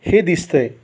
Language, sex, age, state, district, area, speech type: Marathi, male, 45-60, Maharashtra, Satara, rural, spontaneous